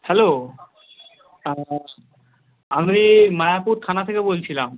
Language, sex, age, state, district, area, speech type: Bengali, male, 45-60, West Bengal, Nadia, rural, conversation